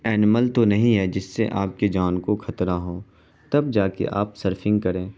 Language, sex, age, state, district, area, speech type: Urdu, male, 18-30, Bihar, Saharsa, rural, spontaneous